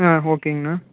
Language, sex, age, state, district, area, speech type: Tamil, male, 18-30, Tamil Nadu, Erode, rural, conversation